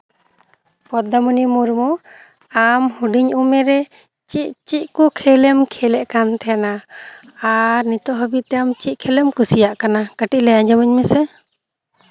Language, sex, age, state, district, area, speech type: Santali, female, 18-30, West Bengal, Bankura, rural, spontaneous